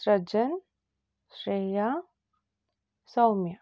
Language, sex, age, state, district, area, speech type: Kannada, female, 30-45, Karnataka, Udupi, rural, spontaneous